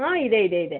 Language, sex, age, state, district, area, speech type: Kannada, female, 45-60, Karnataka, Mandya, rural, conversation